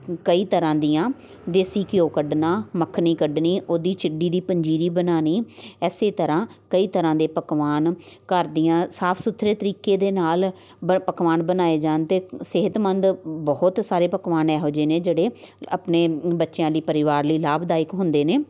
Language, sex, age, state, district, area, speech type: Punjabi, female, 30-45, Punjab, Tarn Taran, urban, spontaneous